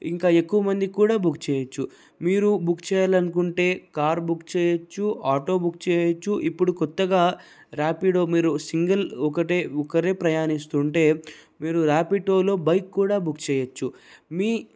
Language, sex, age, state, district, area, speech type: Telugu, male, 18-30, Andhra Pradesh, Anantapur, urban, spontaneous